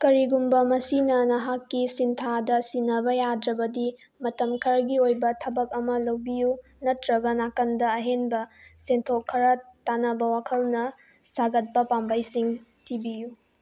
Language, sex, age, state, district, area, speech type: Manipuri, female, 18-30, Manipur, Bishnupur, rural, read